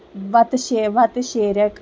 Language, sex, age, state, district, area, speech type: Kashmiri, female, 18-30, Jammu and Kashmir, Ganderbal, rural, spontaneous